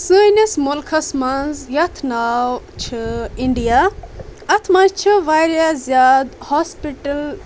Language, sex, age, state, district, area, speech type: Kashmiri, female, 18-30, Jammu and Kashmir, Budgam, rural, spontaneous